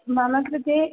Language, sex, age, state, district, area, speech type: Sanskrit, female, 18-30, Kerala, Thrissur, urban, conversation